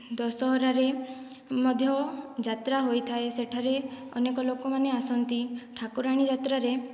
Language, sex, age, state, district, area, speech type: Odia, female, 45-60, Odisha, Kandhamal, rural, spontaneous